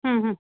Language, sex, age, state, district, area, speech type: Sindhi, female, 45-60, Uttar Pradesh, Lucknow, rural, conversation